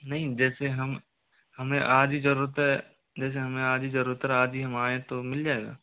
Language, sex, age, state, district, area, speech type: Hindi, male, 45-60, Rajasthan, Jodhpur, rural, conversation